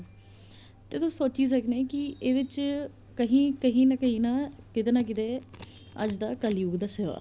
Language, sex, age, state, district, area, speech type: Dogri, female, 30-45, Jammu and Kashmir, Jammu, urban, spontaneous